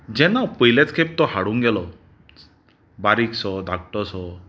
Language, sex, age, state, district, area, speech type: Goan Konkani, male, 45-60, Goa, Bardez, urban, spontaneous